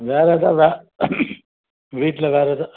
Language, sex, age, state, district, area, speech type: Tamil, male, 45-60, Tamil Nadu, Krishnagiri, rural, conversation